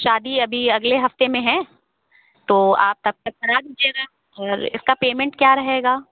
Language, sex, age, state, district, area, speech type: Hindi, female, 30-45, Uttar Pradesh, Sitapur, rural, conversation